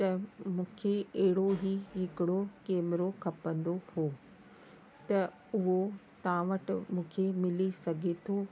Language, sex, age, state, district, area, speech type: Sindhi, female, 30-45, Rajasthan, Ajmer, urban, spontaneous